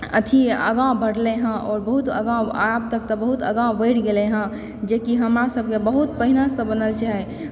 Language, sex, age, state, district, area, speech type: Maithili, female, 18-30, Bihar, Supaul, urban, spontaneous